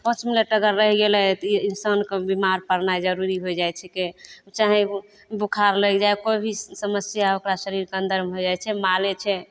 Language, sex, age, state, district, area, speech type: Maithili, female, 30-45, Bihar, Begusarai, rural, spontaneous